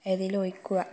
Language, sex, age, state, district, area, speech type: Malayalam, female, 18-30, Kerala, Wayanad, rural, spontaneous